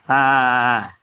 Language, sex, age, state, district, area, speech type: Tamil, male, 30-45, Tamil Nadu, Chengalpattu, rural, conversation